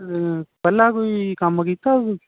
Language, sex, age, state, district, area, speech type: Punjabi, male, 18-30, Punjab, Ludhiana, rural, conversation